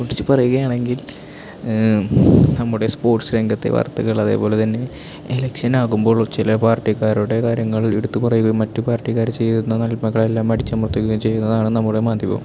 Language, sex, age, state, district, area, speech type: Malayalam, male, 18-30, Kerala, Thrissur, rural, spontaneous